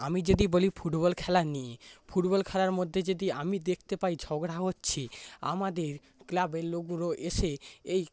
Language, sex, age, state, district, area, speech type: Bengali, male, 30-45, West Bengal, Paschim Medinipur, rural, spontaneous